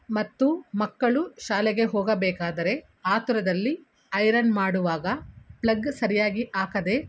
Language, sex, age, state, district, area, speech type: Kannada, female, 30-45, Karnataka, Kolar, urban, spontaneous